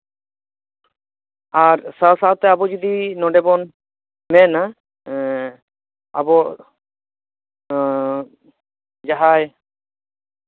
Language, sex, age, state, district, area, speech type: Santali, male, 30-45, West Bengal, Paschim Bardhaman, urban, conversation